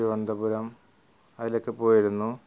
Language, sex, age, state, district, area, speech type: Malayalam, male, 45-60, Kerala, Malappuram, rural, spontaneous